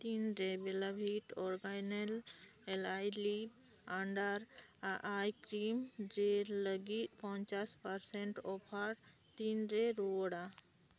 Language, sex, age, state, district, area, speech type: Santali, female, 30-45, West Bengal, Birbhum, rural, read